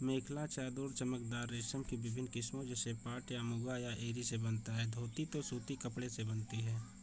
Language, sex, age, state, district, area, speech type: Hindi, male, 30-45, Uttar Pradesh, Azamgarh, rural, read